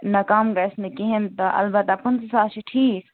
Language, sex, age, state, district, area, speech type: Kashmiri, female, 45-60, Jammu and Kashmir, Srinagar, urban, conversation